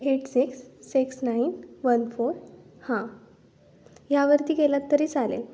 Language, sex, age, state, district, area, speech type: Marathi, female, 18-30, Maharashtra, Ratnagiri, rural, spontaneous